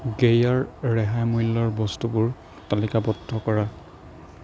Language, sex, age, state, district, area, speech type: Assamese, female, 60+, Assam, Kamrup Metropolitan, urban, read